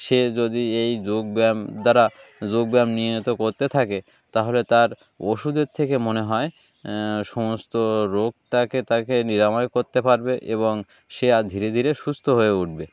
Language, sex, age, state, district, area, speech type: Bengali, male, 30-45, West Bengal, Uttar Dinajpur, urban, spontaneous